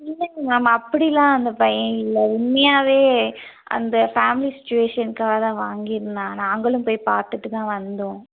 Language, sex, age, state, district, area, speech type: Tamil, female, 18-30, Tamil Nadu, Madurai, urban, conversation